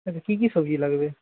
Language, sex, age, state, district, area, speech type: Bengali, male, 18-30, West Bengal, Nadia, rural, conversation